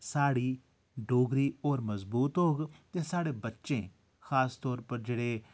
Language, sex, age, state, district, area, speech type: Dogri, male, 45-60, Jammu and Kashmir, Jammu, urban, spontaneous